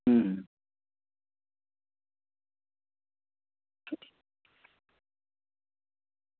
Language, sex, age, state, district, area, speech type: Gujarati, male, 60+, Gujarat, Anand, urban, conversation